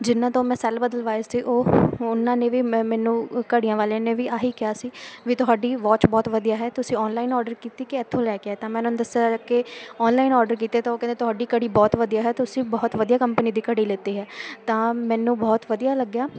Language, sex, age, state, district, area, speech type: Punjabi, female, 18-30, Punjab, Muktsar, urban, spontaneous